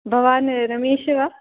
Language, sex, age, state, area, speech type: Sanskrit, other, 18-30, Rajasthan, urban, conversation